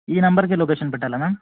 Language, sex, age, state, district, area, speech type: Telugu, male, 18-30, Telangana, Suryapet, urban, conversation